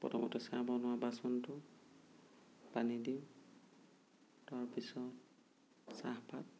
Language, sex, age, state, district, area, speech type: Assamese, male, 30-45, Assam, Sonitpur, rural, spontaneous